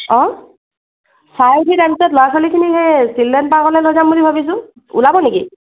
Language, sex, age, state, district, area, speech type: Assamese, female, 45-60, Assam, Charaideo, urban, conversation